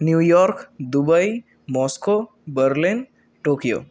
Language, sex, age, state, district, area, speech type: Bengali, male, 18-30, West Bengal, Purulia, urban, spontaneous